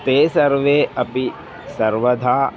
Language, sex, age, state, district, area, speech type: Sanskrit, male, 30-45, Kerala, Kozhikode, urban, spontaneous